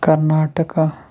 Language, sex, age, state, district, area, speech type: Kashmiri, male, 18-30, Jammu and Kashmir, Shopian, urban, spontaneous